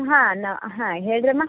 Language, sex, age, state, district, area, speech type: Kannada, female, 18-30, Karnataka, Bidar, rural, conversation